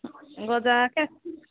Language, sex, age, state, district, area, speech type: Odia, female, 45-60, Odisha, Sambalpur, rural, conversation